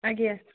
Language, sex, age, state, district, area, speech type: Odia, female, 60+, Odisha, Gajapati, rural, conversation